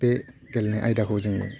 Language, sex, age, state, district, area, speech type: Bodo, male, 18-30, Assam, Udalguri, rural, spontaneous